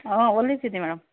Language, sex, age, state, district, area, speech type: Kannada, female, 60+, Karnataka, Kolar, rural, conversation